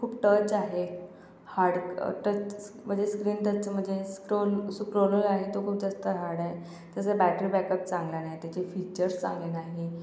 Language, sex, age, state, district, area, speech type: Marathi, female, 18-30, Maharashtra, Akola, urban, spontaneous